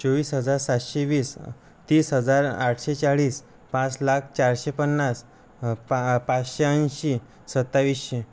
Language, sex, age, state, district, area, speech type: Marathi, male, 18-30, Maharashtra, Amravati, rural, spontaneous